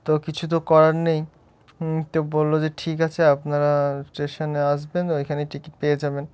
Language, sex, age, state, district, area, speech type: Bengali, male, 18-30, West Bengal, Murshidabad, urban, spontaneous